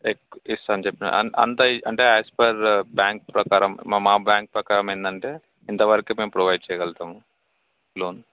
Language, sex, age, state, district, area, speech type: Telugu, male, 30-45, Telangana, Yadadri Bhuvanagiri, rural, conversation